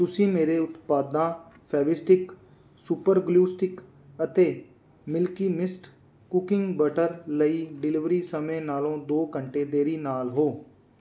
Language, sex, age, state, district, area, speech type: Punjabi, male, 18-30, Punjab, Fazilka, urban, read